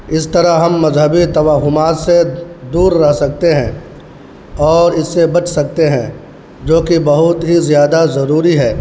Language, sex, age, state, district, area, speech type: Urdu, male, 18-30, Bihar, Purnia, rural, spontaneous